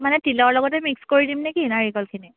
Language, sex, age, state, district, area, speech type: Assamese, female, 18-30, Assam, Dibrugarh, rural, conversation